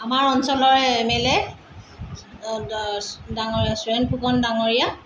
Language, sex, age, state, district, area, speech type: Assamese, female, 45-60, Assam, Tinsukia, rural, spontaneous